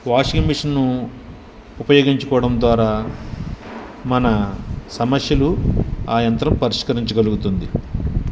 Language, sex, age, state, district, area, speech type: Telugu, male, 45-60, Andhra Pradesh, Nellore, urban, spontaneous